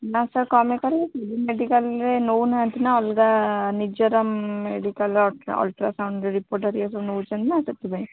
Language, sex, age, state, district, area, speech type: Odia, female, 30-45, Odisha, Bhadrak, rural, conversation